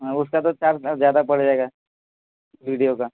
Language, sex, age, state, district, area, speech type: Urdu, male, 18-30, Delhi, East Delhi, urban, conversation